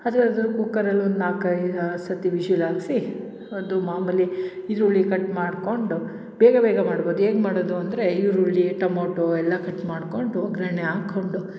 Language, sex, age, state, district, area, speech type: Kannada, female, 30-45, Karnataka, Hassan, urban, spontaneous